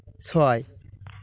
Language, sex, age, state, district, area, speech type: Bengali, male, 45-60, West Bengal, North 24 Parganas, rural, read